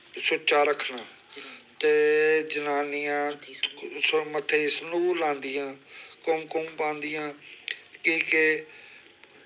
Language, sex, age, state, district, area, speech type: Dogri, male, 45-60, Jammu and Kashmir, Samba, rural, spontaneous